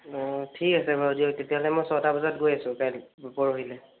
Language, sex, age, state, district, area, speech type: Assamese, male, 18-30, Assam, Sonitpur, urban, conversation